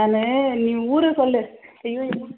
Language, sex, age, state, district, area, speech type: Tamil, female, 30-45, Tamil Nadu, Tirupattur, rural, conversation